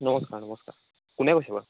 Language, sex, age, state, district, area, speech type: Assamese, male, 18-30, Assam, Sivasagar, rural, conversation